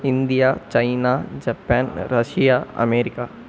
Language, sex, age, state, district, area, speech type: Tamil, male, 18-30, Tamil Nadu, Sivaganga, rural, spontaneous